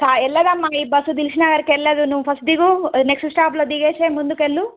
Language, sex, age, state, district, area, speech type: Telugu, female, 30-45, Telangana, Suryapet, urban, conversation